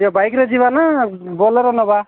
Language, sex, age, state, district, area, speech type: Odia, male, 45-60, Odisha, Nabarangpur, rural, conversation